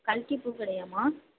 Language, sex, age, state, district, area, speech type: Tamil, female, 18-30, Tamil Nadu, Mayiladuthurai, rural, conversation